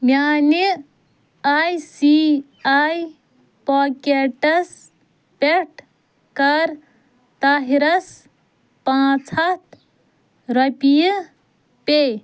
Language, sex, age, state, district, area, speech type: Kashmiri, female, 30-45, Jammu and Kashmir, Ganderbal, rural, read